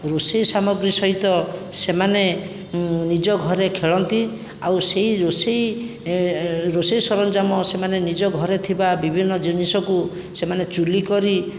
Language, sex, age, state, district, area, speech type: Odia, male, 60+, Odisha, Jajpur, rural, spontaneous